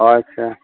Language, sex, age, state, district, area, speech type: Assamese, male, 45-60, Assam, Sonitpur, rural, conversation